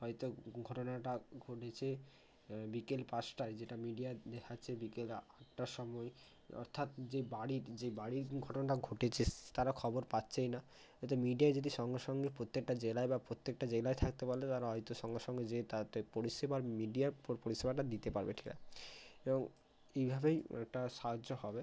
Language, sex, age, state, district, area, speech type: Bengali, male, 18-30, West Bengal, Bankura, urban, spontaneous